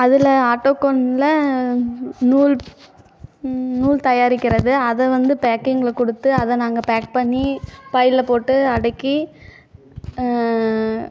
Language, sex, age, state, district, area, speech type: Tamil, female, 18-30, Tamil Nadu, Namakkal, rural, spontaneous